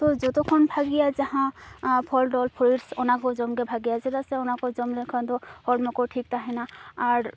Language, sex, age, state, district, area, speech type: Santali, female, 18-30, West Bengal, Purulia, rural, spontaneous